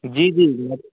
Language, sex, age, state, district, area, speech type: Urdu, male, 18-30, Uttar Pradesh, Azamgarh, rural, conversation